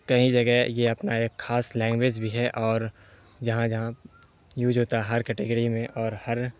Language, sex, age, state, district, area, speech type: Urdu, male, 30-45, Bihar, Supaul, rural, spontaneous